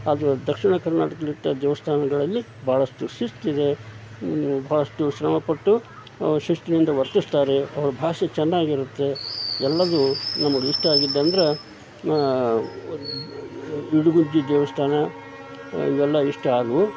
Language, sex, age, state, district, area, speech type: Kannada, male, 60+, Karnataka, Koppal, rural, spontaneous